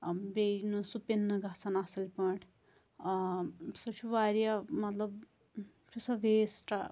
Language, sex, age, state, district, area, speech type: Kashmiri, female, 30-45, Jammu and Kashmir, Shopian, rural, spontaneous